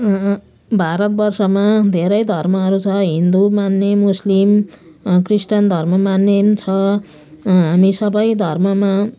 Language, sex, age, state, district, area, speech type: Nepali, female, 60+, West Bengal, Jalpaiguri, urban, spontaneous